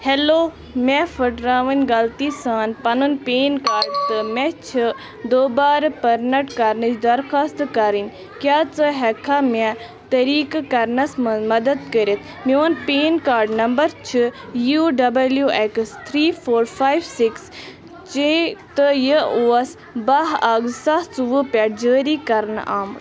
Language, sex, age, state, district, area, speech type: Kashmiri, female, 18-30, Jammu and Kashmir, Bandipora, rural, read